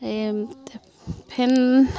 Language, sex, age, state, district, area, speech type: Assamese, female, 30-45, Assam, Sivasagar, rural, spontaneous